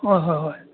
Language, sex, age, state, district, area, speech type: Manipuri, male, 60+, Manipur, Imphal East, rural, conversation